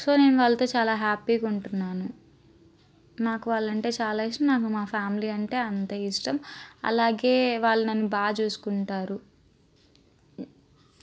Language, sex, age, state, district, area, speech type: Telugu, female, 18-30, Andhra Pradesh, Palnadu, urban, spontaneous